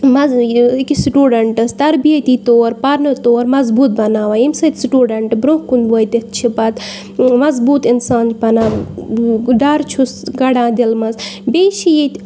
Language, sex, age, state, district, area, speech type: Kashmiri, female, 30-45, Jammu and Kashmir, Bandipora, rural, spontaneous